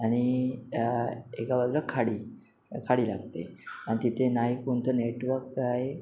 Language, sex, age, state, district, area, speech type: Marathi, male, 30-45, Maharashtra, Ratnagiri, urban, spontaneous